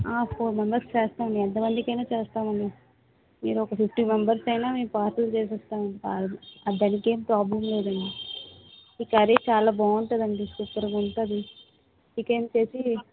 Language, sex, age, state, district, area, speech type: Telugu, female, 45-60, Andhra Pradesh, Vizianagaram, rural, conversation